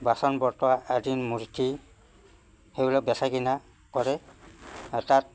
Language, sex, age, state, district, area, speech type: Assamese, male, 60+, Assam, Udalguri, rural, spontaneous